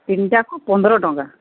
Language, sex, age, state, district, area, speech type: Odia, female, 45-60, Odisha, Sundergarh, rural, conversation